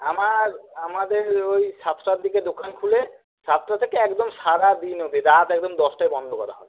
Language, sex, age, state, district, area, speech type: Bengali, male, 30-45, West Bengal, Jhargram, rural, conversation